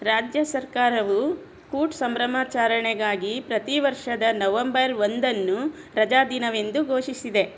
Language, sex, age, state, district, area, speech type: Kannada, female, 60+, Karnataka, Bangalore Rural, rural, read